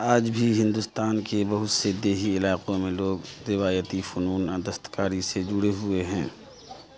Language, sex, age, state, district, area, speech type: Urdu, male, 30-45, Bihar, Madhubani, rural, spontaneous